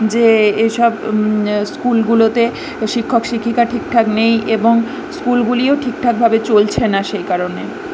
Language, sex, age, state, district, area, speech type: Bengali, female, 18-30, West Bengal, Kolkata, urban, spontaneous